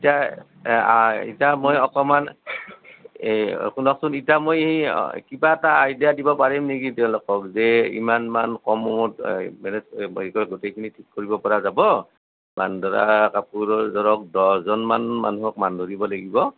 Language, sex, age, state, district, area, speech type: Assamese, male, 45-60, Assam, Nalbari, rural, conversation